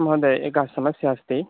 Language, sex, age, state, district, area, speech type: Sanskrit, male, 18-30, Uttar Pradesh, Mirzapur, rural, conversation